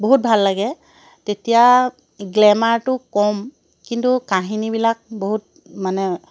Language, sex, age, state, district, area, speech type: Assamese, female, 45-60, Assam, Charaideo, urban, spontaneous